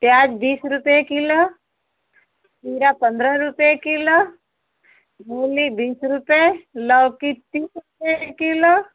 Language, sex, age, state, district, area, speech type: Hindi, female, 45-60, Uttar Pradesh, Mau, urban, conversation